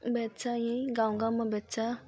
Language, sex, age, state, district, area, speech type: Nepali, female, 30-45, West Bengal, Jalpaiguri, urban, spontaneous